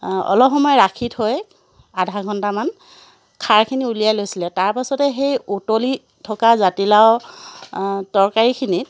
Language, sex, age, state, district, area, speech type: Assamese, female, 45-60, Assam, Charaideo, urban, spontaneous